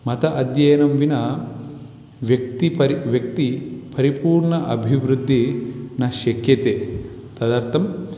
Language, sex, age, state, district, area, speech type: Sanskrit, male, 18-30, Telangana, Vikarabad, urban, spontaneous